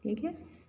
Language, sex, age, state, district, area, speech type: Hindi, female, 45-60, Madhya Pradesh, Jabalpur, urban, spontaneous